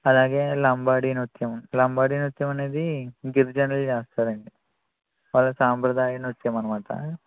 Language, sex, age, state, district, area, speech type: Telugu, female, 30-45, Andhra Pradesh, West Godavari, rural, conversation